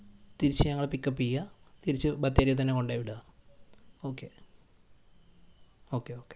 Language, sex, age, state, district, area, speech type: Malayalam, male, 18-30, Kerala, Wayanad, rural, spontaneous